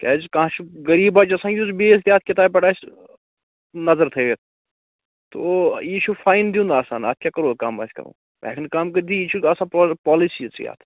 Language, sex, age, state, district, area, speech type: Kashmiri, male, 30-45, Jammu and Kashmir, Baramulla, rural, conversation